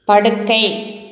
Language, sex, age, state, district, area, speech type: Tamil, female, 45-60, Tamil Nadu, Tiruppur, rural, read